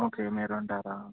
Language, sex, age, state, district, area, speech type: Telugu, male, 18-30, Telangana, Adilabad, urban, conversation